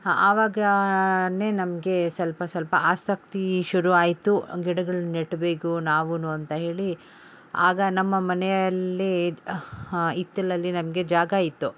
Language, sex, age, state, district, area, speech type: Kannada, female, 45-60, Karnataka, Bangalore Urban, rural, spontaneous